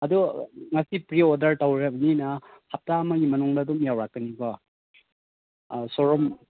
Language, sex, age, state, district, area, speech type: Manipuri, male, 30-45, Manipur, Chandel, rural, conversation